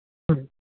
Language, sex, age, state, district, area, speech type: Manipuri, male, 60+, Manipur, Kangpokpi, urban, conversation